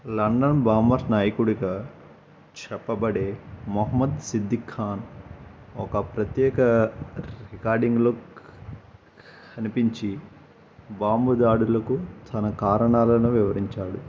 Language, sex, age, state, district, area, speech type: Telugu, male, 18-30, Andhra Pradesh, Eluru, urban, read